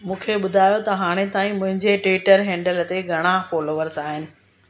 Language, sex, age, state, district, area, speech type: Sindhi, female, 60+, Gujarat, Surat, urban, read